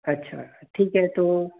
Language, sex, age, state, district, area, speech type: Hindi, male, 18-30, Madhya Pradesh, Bhopal, urban, conversation